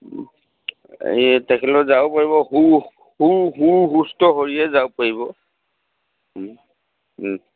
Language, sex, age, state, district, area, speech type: Assamese, male, 45-60, Assam, Dhemaji, rural, conversation